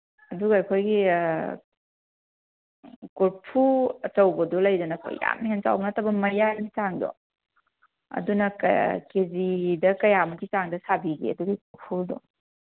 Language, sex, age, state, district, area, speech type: Manipuri, female, 45-60, Manipur, Kangpokpi, urban, conversation